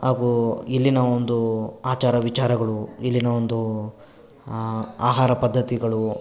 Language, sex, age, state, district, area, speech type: Kannada, male, 18-30, Karnataka, Bangalore Rural, rural, spontaneous